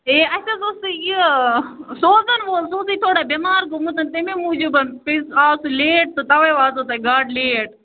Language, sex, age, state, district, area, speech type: Kashmiri, female, 18-30, Jammu and Kashmir, Budgam, rural, conversation